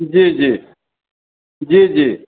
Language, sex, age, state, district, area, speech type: Maithili, male, 45-60, Bihar, Saharsa, urban, conversation